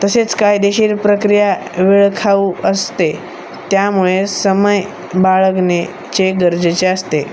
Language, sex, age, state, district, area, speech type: Marathi, male, 18-30, Maharashtra, Osmanabad, rural, spontaneous